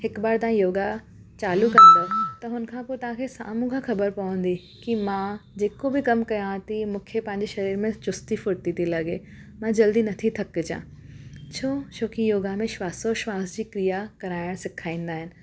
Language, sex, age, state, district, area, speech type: Sindhi, female, 30-45, Gujarat, Surat, urban, spontaneous